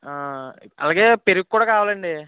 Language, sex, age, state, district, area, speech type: Telugu, male, 18-30, Andhra Pradesh, Eluru, urban, conversation